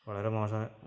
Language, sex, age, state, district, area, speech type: Malayalam, male, 30-45, Kerala, Malappuram, rural, spontaneous